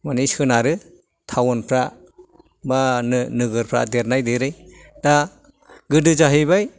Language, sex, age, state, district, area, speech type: Bodo, male, 60+, Assam, Kokrajhar, rural, spontaneous